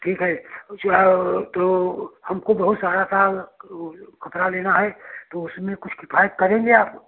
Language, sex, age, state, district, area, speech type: Hindi, male, 60+, Uttar Pradesh, Prayagraj, rural, conversation